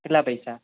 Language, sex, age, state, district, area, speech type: Gujarati, male, 18-30, Gujarat, Kheda, rural, conversation